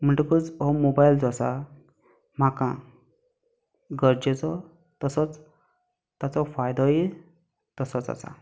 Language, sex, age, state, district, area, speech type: Goan Konkani, male, 30-45, Goa, Canacona, rural, spontaneous